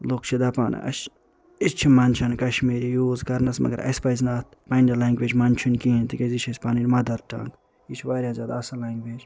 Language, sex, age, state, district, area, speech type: Kashmiri, male, 30-45, Jammu and Kashmir, Ganderbal, urban, spontaneous